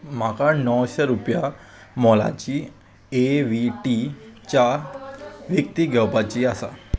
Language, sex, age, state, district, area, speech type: Goan Konkani, male, 18-30, Goa, Salcete, urban, read